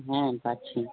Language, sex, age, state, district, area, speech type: Bengali, male, 18-30, West Bengal, Uttar Dinajpur, urban, conversation